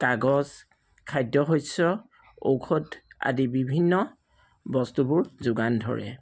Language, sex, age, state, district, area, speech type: Assamese, male, 45-60, Assam, Charaideo, urban, spontaneous